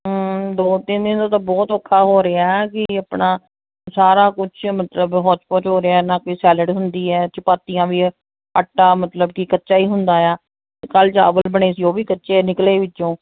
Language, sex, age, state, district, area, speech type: Punjabi, female, 45-60, Punjab, Ludhiana, urban, conversation